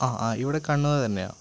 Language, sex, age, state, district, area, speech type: Malayalam, male, 18-30, Kerala, Wayanad, rural, spontaneous